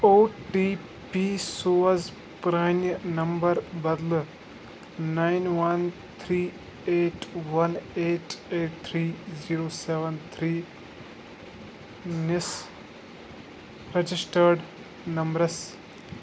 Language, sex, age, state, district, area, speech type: Kashmiri, male, 30-45, Jammu and Kashmir, Bandipora, rural, read